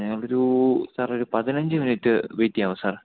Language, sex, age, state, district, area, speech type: Malayalam, male, 18-30, Kerala, Idukki, rural, conversation